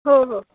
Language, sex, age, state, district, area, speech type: Marathi, female, 18-30, Maharashtra, Ahmednagar, rural, conversation